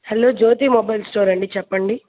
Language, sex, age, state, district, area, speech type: Telugu, female, 18-30, Andhra Pradesh, Kadapa, rural, conversation